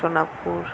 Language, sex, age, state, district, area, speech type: Bengali, female, 18-30, West Bengal, Alipurduar, rural, spontaneous